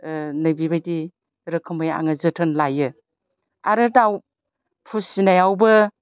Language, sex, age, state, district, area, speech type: Bodo, female, 60+, Assam, Chirang, rural, spontaneous